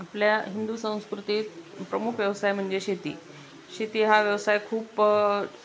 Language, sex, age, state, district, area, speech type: Marathi, female, 45-60, Maharashtra, Osmanabad, rural, spontaneous